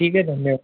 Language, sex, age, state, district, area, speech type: Hindi, male, 18-30, Madhya Pradesh, Betul, rural, conversation